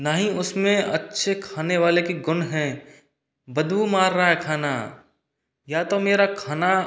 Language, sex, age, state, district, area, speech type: Hindi, male, 45-60, Rajasthan, Karauli, rural, spontaneous